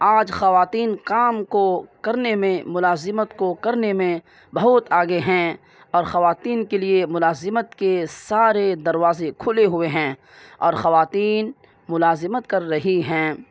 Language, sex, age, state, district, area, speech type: Urdu, male, 30-45, Bihar, Purnia, rural, spontaneous